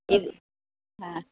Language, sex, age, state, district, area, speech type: Punjabi, male, 45-60, Punjab, Patiala, urban, conversation